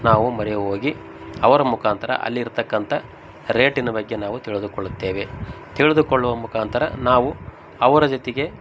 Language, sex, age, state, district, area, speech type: Kannada, male, 45-60, Karnataka, Koppal, rural, spontaneous